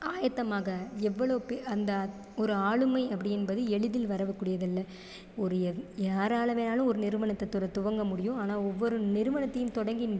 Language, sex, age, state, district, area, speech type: Tamil, female, 30-45, Tamil Nadu, Sivaganga, rural, spontaneous